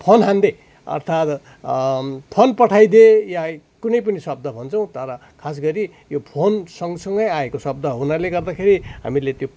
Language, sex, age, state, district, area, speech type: Nepali, male, 45-60, West Bengal, Darjeeling, rural, spontaneous